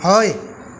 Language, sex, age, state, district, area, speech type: Assamese, male, 30-45, Assam, Jorhat, urban, read